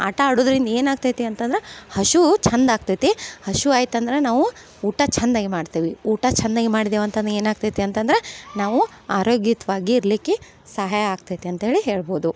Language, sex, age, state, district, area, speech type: Kannada, female, 30-45, Karnataka, Dharwad, urban, spontaneous